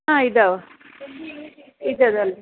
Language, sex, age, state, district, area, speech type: Kannada, female, 45-60, Karnataka, Dharwad, urban, conversation